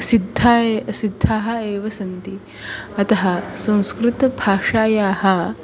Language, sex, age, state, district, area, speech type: Sanskrit, female, 18-30, Maharashtra, Nagpur, urban, spontaneous